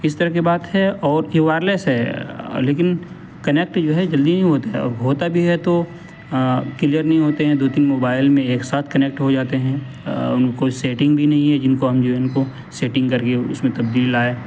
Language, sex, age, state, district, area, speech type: Urdu, male, 18-30, Delhi, North West Delhi, urban, spontaneous